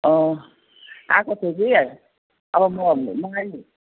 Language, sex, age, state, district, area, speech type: Nepali, female, 60+, West Bengal, Jalpaiguri, rural, conversation